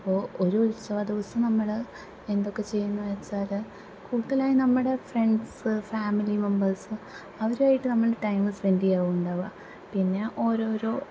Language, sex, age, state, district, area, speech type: Malayalam, female, 18-30, Kerala, Thrissur, urban, spontaneous